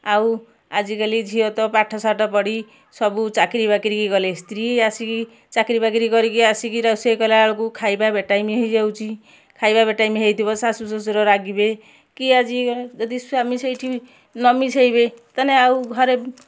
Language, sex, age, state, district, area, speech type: Odia, female, 45-60, Odisha, Kendujhar, urban, spontaneous